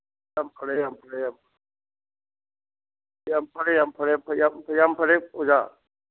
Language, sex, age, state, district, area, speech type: Manipuri, male, 60+, Manipur, Churachandpur, urban, conversation